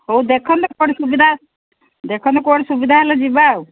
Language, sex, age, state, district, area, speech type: Odia, female, 60+, Odisha, Gajapati, rural, conversation